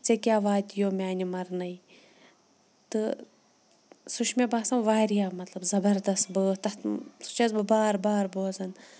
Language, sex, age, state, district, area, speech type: Kashmiri, female, 18-30, Jammu and Kashmir, Shopian, urban, spontaneous